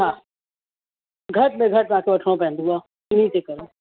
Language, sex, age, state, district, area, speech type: Sindhi, female, 30-45, Uttar Pradesh, Lucknow, urban, conversation